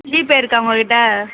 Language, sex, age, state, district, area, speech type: Tamil, female, 18-30, Tamil Nadu, Madurai, urban, conversation